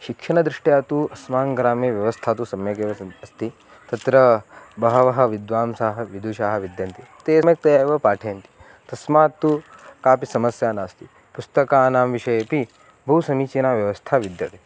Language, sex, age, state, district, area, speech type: Sanskrit, male, 18-30, Maharashtra, Kolhapur, rural, spontaneous